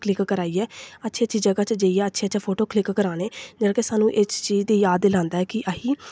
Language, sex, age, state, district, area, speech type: Dogri, female, 18-30, Jammu and Kashmir, Samba, rural, spontaneous